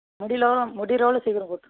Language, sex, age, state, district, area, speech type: Tamil, male, 18-30, Tamil Nadu, Krishnagiri, rural, conversation